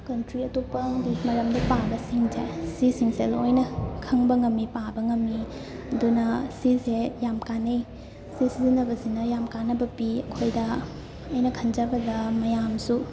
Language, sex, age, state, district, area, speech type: Manipuri, female, 18-30, Manipur, Imphal West, rural, spontaneous